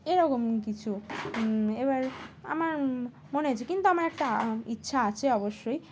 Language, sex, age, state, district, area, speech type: Bengali, female, 18-30, West Bengal, Dakshin Dinajpur, urban, spontaneous